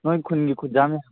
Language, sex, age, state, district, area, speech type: Manipuri, male, 18-30, Manipur, Kangpokpi, urban, conversation